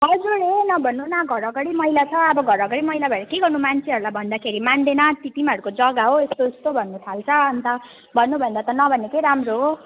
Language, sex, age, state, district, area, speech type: Nepali, female, 18-30, West Bengal, Alipurduar, urban, conversation